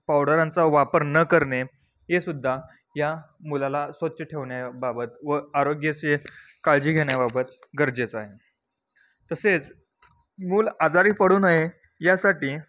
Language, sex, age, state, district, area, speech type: Marathi, male, 18-30, Maharashtra, Satara, rural, spontaneous